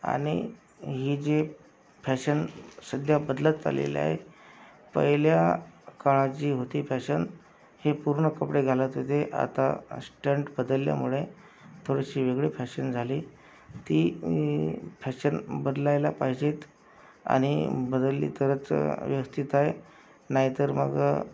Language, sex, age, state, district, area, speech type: Marathi, male, 18-30, Maharashtra, Akola, rural, spontaneous